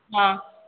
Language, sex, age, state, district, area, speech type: Odia, female, 45-60, Odisha, Kandhamal, rural, conversation